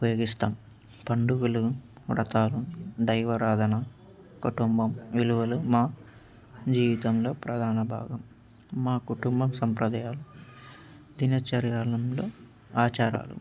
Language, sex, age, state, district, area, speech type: Telugu, male, 18-30, Andhra Pradesh, Annamaya, rural, spontaneous